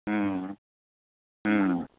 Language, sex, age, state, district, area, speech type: Tamil, male, 60+, Tamil Nadu, Coimbatore, rural, conversation